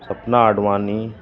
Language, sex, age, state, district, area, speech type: Sindhi, male, 45-60, Uttar Pradesh, Lucknow, urban, spontaneous